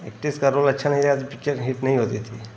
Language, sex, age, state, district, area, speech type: Hindi, male, 30-45, Uttar Pradesh, Ghazipur, urban, spontaneous